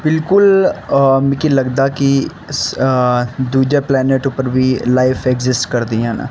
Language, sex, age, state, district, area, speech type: Dogri, male, 18-30, Jammu and Kashmir, Kathua, rural, spontaneous